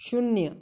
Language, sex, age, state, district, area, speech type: Hindi, female, 30-45, Madhya Pradesh, Ujjain, urban, read